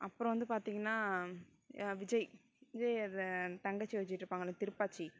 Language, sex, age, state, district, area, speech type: Tamil, female, 60+, Tamil Nadu, Tiruvarur, urban, spontaneous